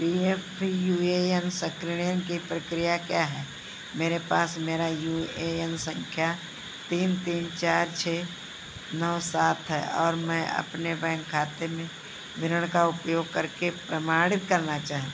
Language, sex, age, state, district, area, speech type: Hindi, female, 60+, Uttar Pradesh, Sitapur, rural, read